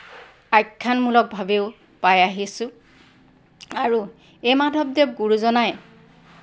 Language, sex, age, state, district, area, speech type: Assamese, female, 45-60, Assam, Lakhimpur, rural, spontaneous